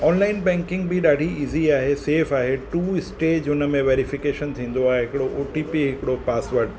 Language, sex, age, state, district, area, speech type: Sindhi, male, 45-60, Uttar Pradesh, Lucknow, rural, spontaneous